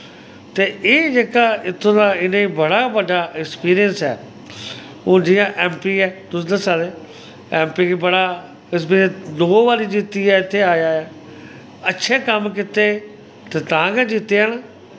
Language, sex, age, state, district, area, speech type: Dogri, male, 45-60, Jammu and Kashmir, Samba, rural, spontaneous